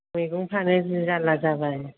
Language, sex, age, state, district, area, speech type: Bodo, female, 45-60, Assam, Kokrajhar, rural, conversation